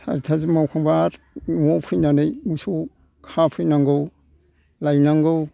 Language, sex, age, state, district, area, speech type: Bodo, male, 60+, Assam, Kokrajhar, urban, spontaneous